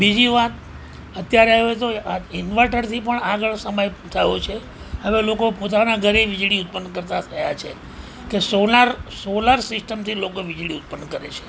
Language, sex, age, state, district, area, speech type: Gujarati, male, 60+, Gujarat, Ahmedabad, urban, spontaneous